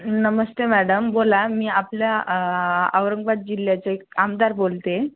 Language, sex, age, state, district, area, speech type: Marathi, female, 18-30, Maharashtra, Aurangabad, rural, conversation